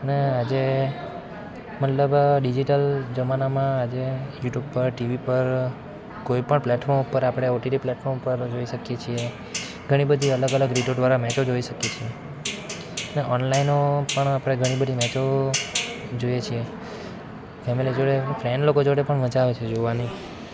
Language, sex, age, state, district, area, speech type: Gujarati, male, 18-30, Gujarat, Valsad, rural, spontaneous